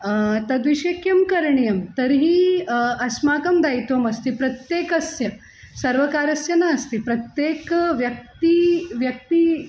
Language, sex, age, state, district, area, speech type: Sanskrit, female, 45-60, Maharashtra, Nagpur, urban, spontaneous